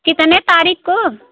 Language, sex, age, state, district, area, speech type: Hindi, female, 45-60, Uttar Pradesh, Prayagraj, rural, conversation